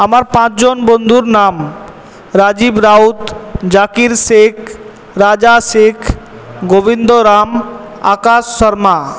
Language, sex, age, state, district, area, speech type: Bengali, male, 18-30, West Bengal, Purba Bardhaman, urban, spontaneous